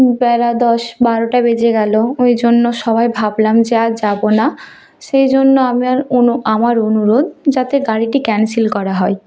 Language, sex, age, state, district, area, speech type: Bengali, female, 30-45, West Bengal, Purba Medinipur, rural, spontaneous